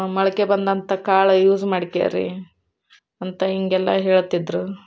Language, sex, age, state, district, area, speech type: Kannada, female, 30-45, Karnataka, Koppal, urban, spontaneous